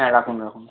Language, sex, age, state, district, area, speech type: Bengali, male, 60+, West Bengal, Nadia, rural, conversation